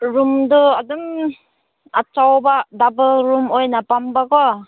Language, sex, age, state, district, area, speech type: Manipuri, female, 30-45, Manipur, Senapati, rural, conversation